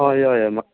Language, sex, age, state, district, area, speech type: Goan Konkani, male, 45-60, Goa, Tiswadi, rural, conversation